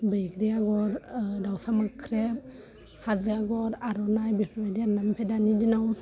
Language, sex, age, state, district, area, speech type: Bodo, female, 18-30, Assam, Udalguri, urban, spontaneous